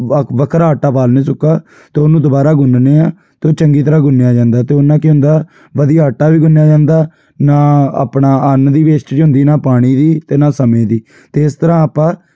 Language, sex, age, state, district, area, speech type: Punjabi, male, 18-30, Punjab, Amritsar, urban, spontaneous